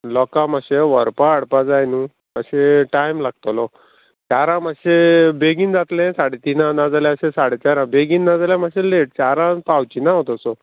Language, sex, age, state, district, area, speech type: Goan Konkani, male, 45-60, Goa, Murmgao, rural, conversation